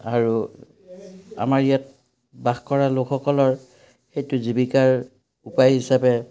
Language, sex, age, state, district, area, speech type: Assamese, male, 60+, Assam, Udalguri, rural, spontaneous